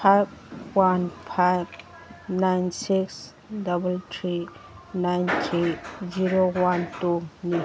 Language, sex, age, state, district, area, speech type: Manipuri, female, 45-60, Manipur, Kangpokpi, urban, read